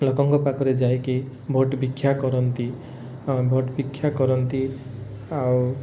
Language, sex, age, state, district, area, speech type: Odia, male, 18-30, Odisha, Rayagada, rural, spontaneous